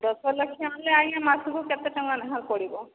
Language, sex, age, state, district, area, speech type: Odia, female, 30-45, Odisha, Boudh, rural, conversation